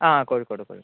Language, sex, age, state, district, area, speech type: Malayalam, male, 30-45, Kerala, Kozhikode, urban, conversation